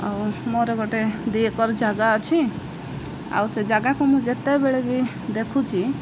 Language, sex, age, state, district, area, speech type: Odia, female, 30-45, Odisha, Koraput, urban, spontaneous